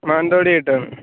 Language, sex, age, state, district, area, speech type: Malayalam, male, 18-30, Kerala, Wayanad, rural, conversation